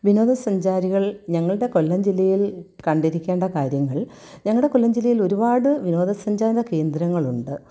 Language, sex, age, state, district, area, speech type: Malayalam, female, 45-60, Kerala, Kollam, rural, spontaneous